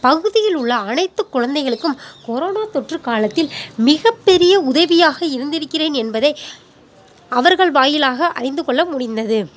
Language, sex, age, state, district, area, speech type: Tamil, female, 30-45, Tamil Nadu, Pudukkottai, rural, spontaneous